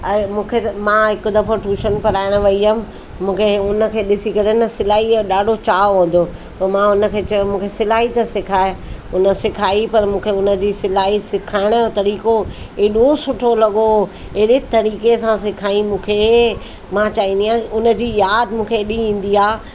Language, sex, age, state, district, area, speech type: Sindhi, female, 45-60, Delhi, South Delhi, urban, spontaneous